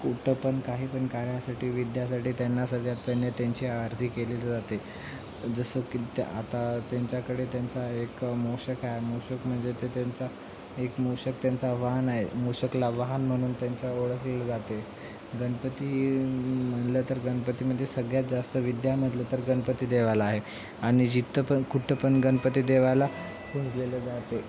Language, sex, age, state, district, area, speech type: Marathi, male, 18-30, Maharashtra, Nanded, rural, spontaneous